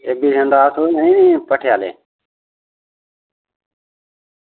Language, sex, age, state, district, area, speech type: Dogri, male, 30-45, Jammu and Kashmir, Reasi, rural, conversation